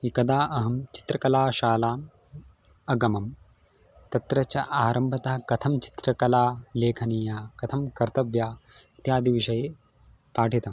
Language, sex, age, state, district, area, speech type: Sanskrit, male, 18-30, Gujarat, Surat, urban, spontaneous